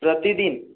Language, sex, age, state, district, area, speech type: Hindi, male, 60+, Madhya Pradesh, Balaghat, rural, conversation